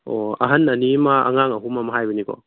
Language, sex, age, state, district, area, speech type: Manipuri, male, 30-45, Manipur, Kangpokpi, urban, conversation